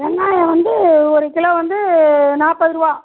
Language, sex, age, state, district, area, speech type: Tamil, female, 60+, Tamil Nadu, Perambalur, rural, conversation